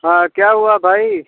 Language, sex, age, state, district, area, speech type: Hindi, male, 18-30, Uttar Pradesh, Mirzapur, rural, conversation